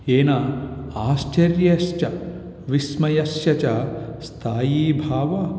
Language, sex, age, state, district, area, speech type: Sanskrit, male, 18-30, Telangana, Vikarabad, urban, spontaneous